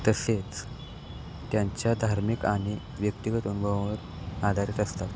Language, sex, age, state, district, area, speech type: Marathi, male, 18-30, Maharashtra, Sangli, urban, spontaneous